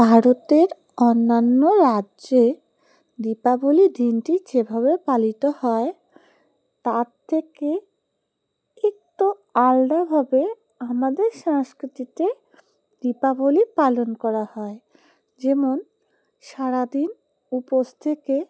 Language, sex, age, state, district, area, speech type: Bengali, female, 30-45, West Bengal, Alipurduar, rural, spontaneous